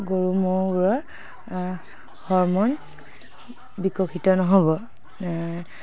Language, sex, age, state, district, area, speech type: Assamese, female, 18-30, Assam, Dhemaji, urban, spontaneous